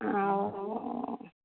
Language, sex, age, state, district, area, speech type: Odia, female, 45-60, Odisha, Ganjam, urban, conversation